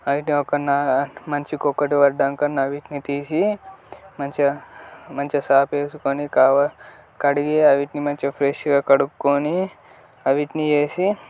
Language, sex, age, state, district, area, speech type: Telugu, male, 18-30, Telangana, Peddapalli, rural, spontaneous